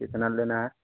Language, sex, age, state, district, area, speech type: Hindi, male, 30-45, Bihar, Samastipur, urban, conversation